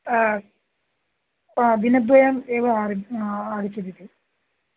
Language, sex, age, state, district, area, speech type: Sanskrit, male, 18-30, Kerala, Idukki, urban, conversation